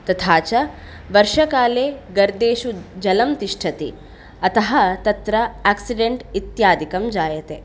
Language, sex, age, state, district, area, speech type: Sanskrit, female, 18-30, Karnataka, Udupi, urban, spontaneous